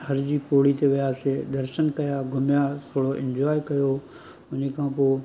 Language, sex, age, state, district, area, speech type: Sindhi, male, 45-60, Gujarat, Surat, urban, spontaneous